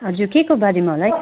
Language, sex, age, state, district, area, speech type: Nepali, female, 60+, West Bengal, Kalimpong, rural, conversation